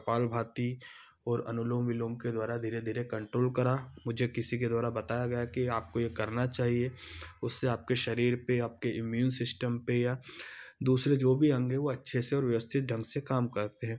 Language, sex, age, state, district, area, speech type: Hindi, male, 30-45, Madhya Pradesh, Ujjain, urban, spontaneous